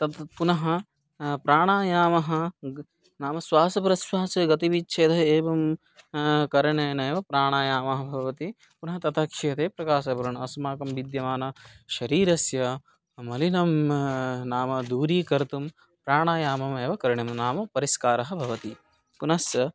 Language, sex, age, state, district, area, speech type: Sanskrit, male, 18-30, Odisha, Kandhamal, urban, spontaneous